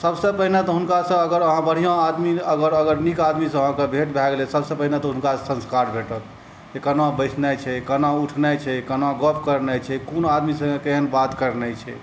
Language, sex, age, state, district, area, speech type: Maithili, male, 30-45, Bihar, Saharsa, rural, spontaneous